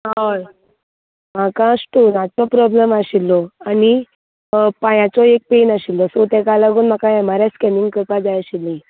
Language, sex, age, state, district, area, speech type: Goan Konkani, female, 18-30, Goa, Quepem, rural, conversation